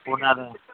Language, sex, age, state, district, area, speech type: Marathi, male, 30-45, Maharashtra, Yavatmal, urban, conversation